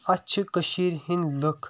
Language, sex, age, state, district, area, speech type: Kashmiri, male, 18-30, Jammu and Kashmir, Kulgam, urban, spontaneous